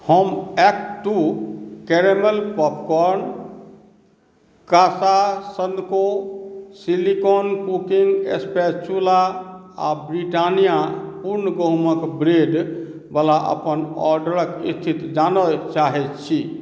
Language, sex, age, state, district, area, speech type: Maithili, male, 45-60, Bihar, Madhubani, urban, read